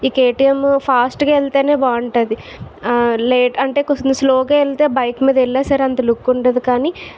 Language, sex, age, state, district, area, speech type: Telugu, female, 60+, Andhra Pradesh, Vizianagaram, rural, spontaneous